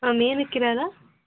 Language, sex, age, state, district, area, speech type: Kannada, female, 18-30, Karnataka, Shimoga, rural, conversation